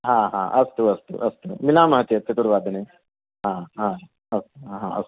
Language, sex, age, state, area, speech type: Sanskrit, male, 30-45, Madhya Pradesh, urban, conversation